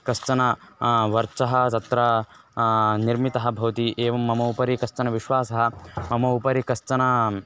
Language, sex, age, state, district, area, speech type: Sanskrit, male, 18-30, Karnataka, Bellary, rural, spontaneous